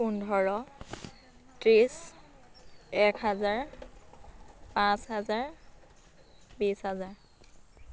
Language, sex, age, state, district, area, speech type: Assamese, female, 18-30, Assam, Dhemaji, rural, spontaneous